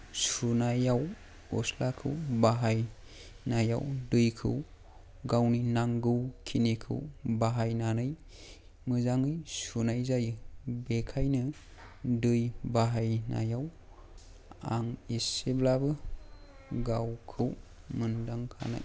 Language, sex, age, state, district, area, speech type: Bodo, male, 18-30, Assam, Kokrajhar, rural, spontaneous